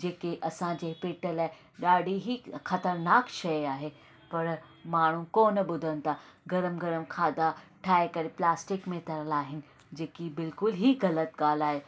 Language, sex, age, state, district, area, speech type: Sindhi, female, 30-45, Maharashtra, Thane, urban, spontaneous